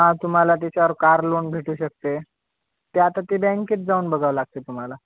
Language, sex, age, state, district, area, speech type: Marathi, male, 18-30, Maharashtra, Nanded, rural, conversation